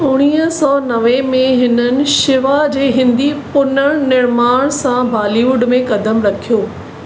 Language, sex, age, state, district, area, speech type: Sindhi, female, 45-60, Maharashtra, Mumbai Suburban, urban, read